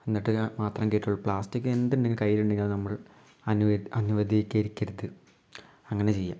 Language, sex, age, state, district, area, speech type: Malayalam, male, 18-30, Kerala, Malappuram, rural, spontaneous